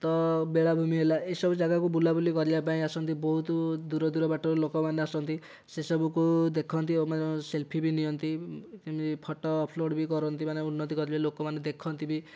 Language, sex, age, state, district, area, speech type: Odia, male, 18-30, Odisha, Dhenkanal, rural, spontaneous